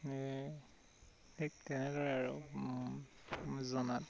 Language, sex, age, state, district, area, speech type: Assamese, male, 18-30, Assam, Tinsukia, urban, spontaneous